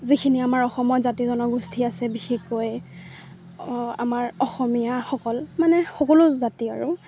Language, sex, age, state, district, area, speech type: Assamese, female, 18-30, Assam, Lakhimpur, urban, spontaneous